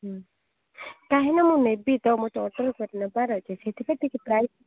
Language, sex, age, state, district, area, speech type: Odia, female, 30-45, Odisha, Koraput, urban, conversation